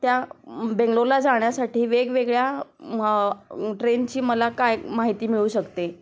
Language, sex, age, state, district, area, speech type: Marathi, female, 30-45, Maharashtra, Osmanabad, rural, spontaneous